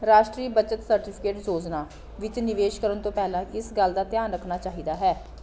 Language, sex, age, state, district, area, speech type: Punjabi, female, 30-45, Punjab, Pathankot, rural, read